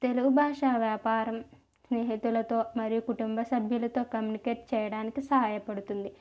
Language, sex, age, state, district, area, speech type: Telugu, female, 18-30, Andhra Pradesh, East Godavari, rural, spontaneous